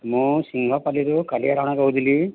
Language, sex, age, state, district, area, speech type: Odia, male, 45-60, Odisha, Boudh, rural, conversation